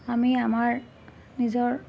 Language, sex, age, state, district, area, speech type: Assamese, female, 45-60, Assam, Golaghat, rural, spontaneous